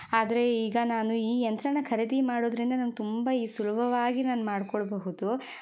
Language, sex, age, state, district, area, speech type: Kannada, female, 18-30, Karnataka, Shimoga, rural, spontaneous